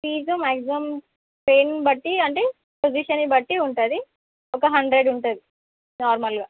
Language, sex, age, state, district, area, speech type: Telugu, female, 18-30, Telangana, Medak, urban, conversation